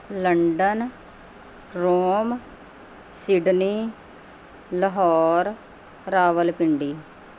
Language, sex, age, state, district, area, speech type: Punjabi, female, 45-60, Punjab, Mohali, urban, spontaneous